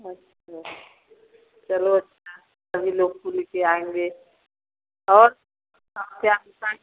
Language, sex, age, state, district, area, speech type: Hindi, female, 60+, Uttar Pradesh, Varanasi, rural, conversation